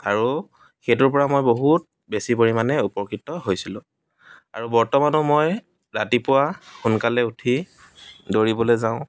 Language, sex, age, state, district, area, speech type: Assamese, male, 30-45, Assam, Dibrugarh, rural, spontaneous